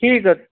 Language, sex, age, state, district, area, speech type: Odia, male, 45-60, Odisha, Khordha, rural, conversation